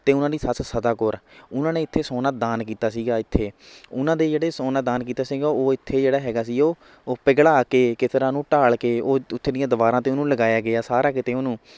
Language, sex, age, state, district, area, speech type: Punjabi, male, 60+, Punjab, Shaheed Bhagat Singh Nagar, urban, spontaneous